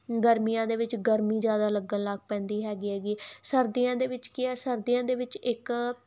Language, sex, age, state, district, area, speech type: Punjabi, female, 18-30, Punjab, Muktsar, urban, spontaneous